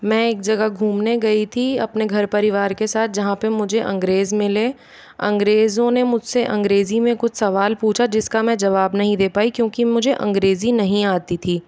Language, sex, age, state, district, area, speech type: Hindi, female, 45-60, Rajasthan, Jaipur, urban, spontaneous